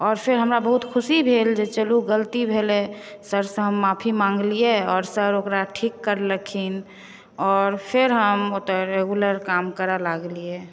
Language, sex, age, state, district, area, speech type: Maithili, female, 18-30, Bihar, Supaul, rural, spontaneous